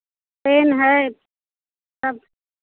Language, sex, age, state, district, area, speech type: Hindi, female, 45-60, Uttar Pradesh, Chandauli, rural, conversation